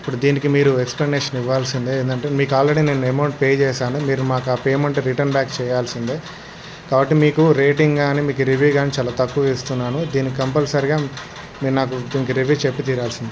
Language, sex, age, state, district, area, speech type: Telugu, male, 18-30, Andhra Pradesh, Krishna, urban, spontaneous